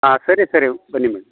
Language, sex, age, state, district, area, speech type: Kannada, male, 45-60, Karnataka, Chikkaballapur, urban, conversation